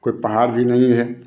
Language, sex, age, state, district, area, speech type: Hindi, male, 60+, Bihar, Begusarai, rural, spontaneous